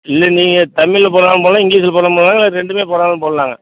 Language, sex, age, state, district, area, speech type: Tamil, male, 45-60, Tamil Nadu, Madurai, rural, conversation